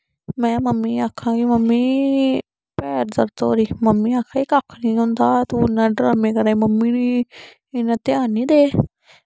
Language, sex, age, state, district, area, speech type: Dogri, female, 18-30, Jammu and Kashmir, Samba, urban, spontaneous